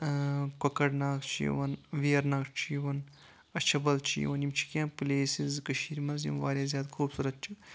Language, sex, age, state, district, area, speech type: Kashmiri, male, 18-30, Jammu and Kashmir, Anantnag, rural, spontaneous